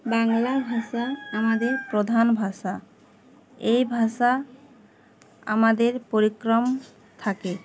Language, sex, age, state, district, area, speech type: Bengali, female, 18-30, West Bengal, Uttar Dinajpur, urban, spontaneous